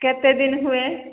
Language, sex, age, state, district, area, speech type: Odia, female, 45-60, Odisha, Angul, rural, conversation